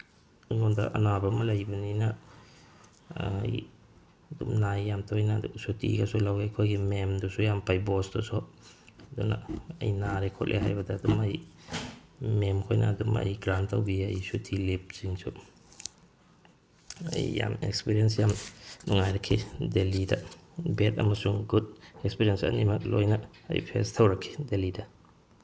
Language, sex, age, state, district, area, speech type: Manipuri, male, 45-60, Manipur, Tengnoupal, rural, spontaneous